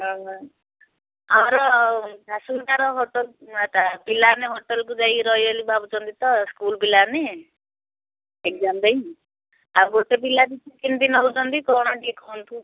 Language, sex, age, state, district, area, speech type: Odia, female, 60+, Odisha, Jharsuguda, rural, conversation